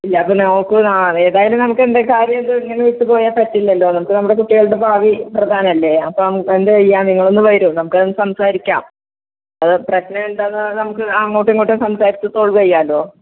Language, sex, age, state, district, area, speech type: Malayalam, female, 45-60, Kerala, Malappuram, rural, conversation